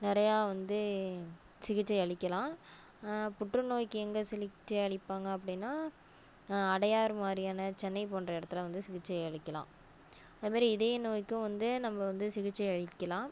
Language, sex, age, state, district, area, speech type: Tamil, female, 30-45, Tamil Nadu, Nagapattinam, rural, spontaneous